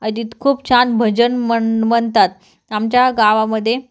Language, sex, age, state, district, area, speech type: Marathi, female, 18-30, Maharashtra, Jalna, urban, spontaneous